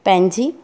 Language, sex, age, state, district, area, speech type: Sindhi, female, 45-60, Maharashtra, Mumbai Suburban, urban, spontaneous